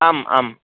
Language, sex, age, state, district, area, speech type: Sanskrit, male, 30-45, Karnataka, Vijayapura, urban, conversation